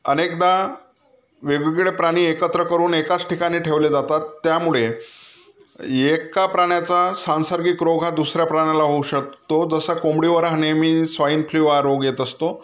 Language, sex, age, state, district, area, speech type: Marathi, male, 30-45, Maharashtra, Amravati, rural, spontaneous